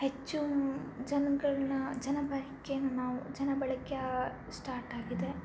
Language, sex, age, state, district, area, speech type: Kannada, female, 18-30, Karnataka, Tumkur, rural, spontaneous